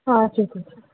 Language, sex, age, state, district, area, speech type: Telugu, female, 18-30, Telangana, Ranga Reddy, rural, conversation